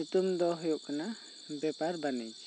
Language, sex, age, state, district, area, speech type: Santali, male, 18-30, West Bengal, Bankura, rural, spontaneous